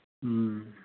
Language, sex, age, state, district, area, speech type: Manipuri, male, 45-60, Manipur, Kangpokpi, urban, conversation